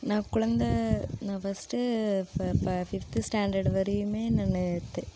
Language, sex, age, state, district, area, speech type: Tamil, female, 18-30, Tamil Nadu, Kallakurichi, urban, spontaneous